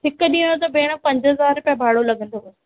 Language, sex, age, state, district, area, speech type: Sindhi, female, 30-45, Maharashtra, Thane, urban, conversation